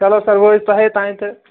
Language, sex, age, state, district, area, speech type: Kashmiri, male, 18-30, Jammu and Kashmir, Srinagar, urban, conversation